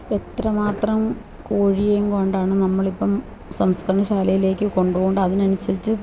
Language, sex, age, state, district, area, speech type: Malayalam, female, 45-60, Kerala, Kottayam, rural, spontaneous